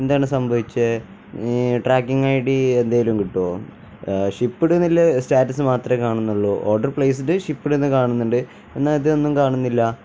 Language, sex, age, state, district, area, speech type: Malayalam, male, 18-30, Kerala, Kozhikode, rural, spontaneous